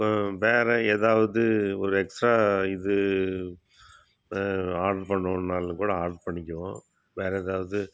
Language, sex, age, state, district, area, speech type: Tamil, male, 60+, Tamil Nadu, Tiruppur, urban, spontaneous